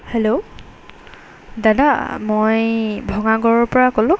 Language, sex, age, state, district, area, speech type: Assamese, female, 18-30, Assam, Golaghat, urban, spontaneous